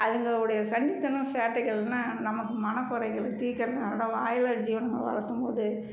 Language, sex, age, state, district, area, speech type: Tamil, female, 45-60, Tamil Nadu, Salem, rural, spontaneous